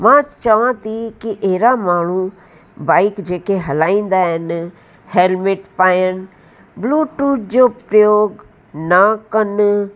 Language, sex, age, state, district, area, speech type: Sindhi, female, 60+, Uttar Pradesh, Lucknow, rural, spontaneous